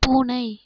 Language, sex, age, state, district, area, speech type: Tamil, female, 18-30, Tamil Nadu, Mayiladuthurai, urban, read